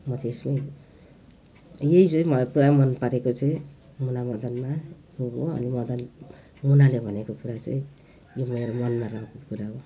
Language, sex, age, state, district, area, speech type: Nepali, female, 60+, West Bengal, Jalpaiguri, rural, spontaneous